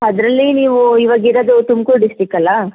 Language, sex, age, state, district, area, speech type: Kannada, female, 30-45, Karnataka, Tumkur, rural, conversation